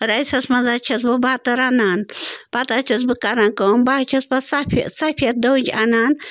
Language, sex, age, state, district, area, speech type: Kashmiri, female, 45-60, Jammu and Kashmir, Bandipora, rural, spontaneous